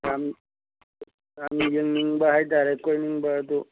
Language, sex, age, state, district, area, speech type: Manipuri, male, 45-60, Manipur, Churachandpur, urban, conversation